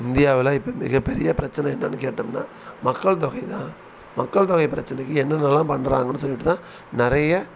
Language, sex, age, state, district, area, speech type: Tamil, male, 45-60, Tamil Nadu, Thanjavur, rural, spontaneous